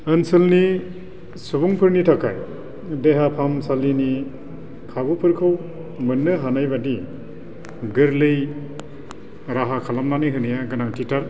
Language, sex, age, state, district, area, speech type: Bodo, male, 45-60, Assam, Baksa, urban, spontaneous